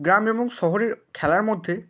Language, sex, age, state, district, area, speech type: Bengali, male, 18-30, West Bengal, Hooghly, urban, spontaneous